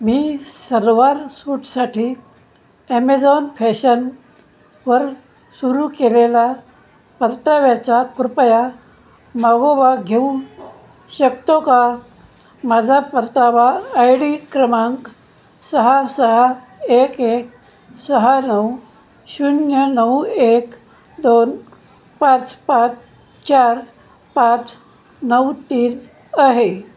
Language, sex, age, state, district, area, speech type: Marathi, male, 60+, Maharashtra, Pune, urban, read